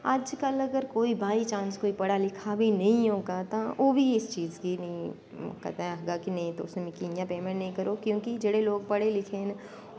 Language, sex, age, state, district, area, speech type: Dogri, female, 30-45, Jammu and Kashmir, Udhampur, urban, spontaneous